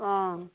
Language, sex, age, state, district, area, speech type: Assamese, female, 60+, Assam, Lakhimpur, rural, conversation